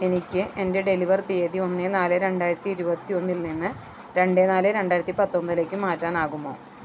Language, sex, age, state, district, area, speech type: Malayalam, female, 30-45, Kerala, Ernakulam, rural, read